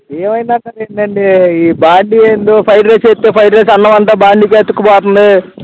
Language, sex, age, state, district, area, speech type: Telugu, male, 18-30, Andhra Pradesh, Bapatla, rural, conversation